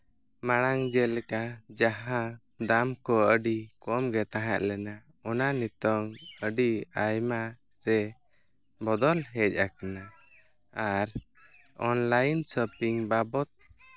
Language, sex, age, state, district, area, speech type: Santali, male, 30-45, Jharkhand, East Singhbhum, rural, spontaneous